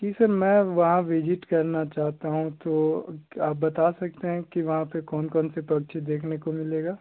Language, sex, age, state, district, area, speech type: Hindi, male, 18-30, Bihar, Darbhanga, urban, conversation